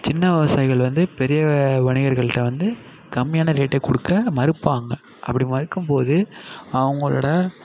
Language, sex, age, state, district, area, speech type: Tamil, male, 18-30, Tamil Nadu, Thanjavur, rural, spontaneous